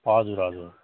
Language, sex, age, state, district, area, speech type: Nepali, male, 30-45, West Bengal, Kalimpong, rural, conversation